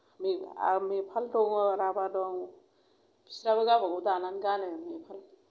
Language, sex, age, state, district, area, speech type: Bodo, female, 30-45, Assam, Kokrajhar, rural, spontaneous